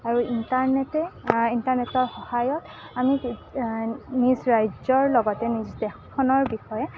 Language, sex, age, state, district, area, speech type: Assamese, female, 18-30, Assam, Kamrup Metropolitan, urban, spontaneous